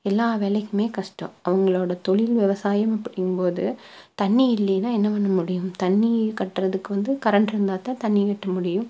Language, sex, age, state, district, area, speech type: Tamil, female, 30-45, Tamil Nadu, Tiruppur, rural, spontaneous